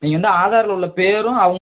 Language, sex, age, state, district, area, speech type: Tamil, male, 18-30, Tamil Nadu, Madurai, urban, conversation